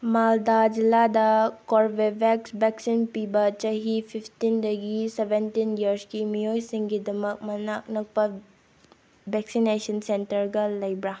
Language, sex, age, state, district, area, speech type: Manipuri, female, 18-30, Manipur, Bishnupur, rural, read